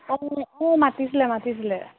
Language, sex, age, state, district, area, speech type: Assamese, female, 18-30, Assam, Golaghat, urban, conversation